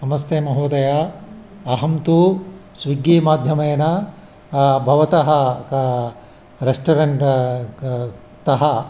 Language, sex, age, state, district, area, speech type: Sanskrit, male, 60+, Andhra Pradesh, Visakhapatnam, urban, spontaneous